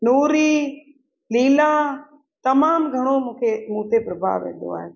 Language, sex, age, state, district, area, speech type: Sindhi, female, 60+, Rajasthan, Ajmer, urban, spontaneous